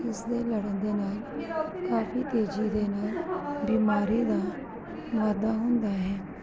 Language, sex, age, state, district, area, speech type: Punjabi, female, 30-45, Punjab, Gurdaspur, urban, spontaneous